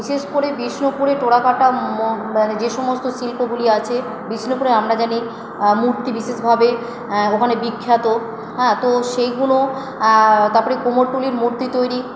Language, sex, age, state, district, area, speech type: Bengali, female, 30-45, West Bengal, Purba Bardhaman, urban, spontaneous